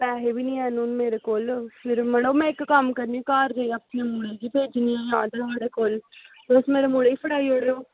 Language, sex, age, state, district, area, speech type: Dogri, female, 18-30, Jammu and Kashmir, Samba, rural, conversation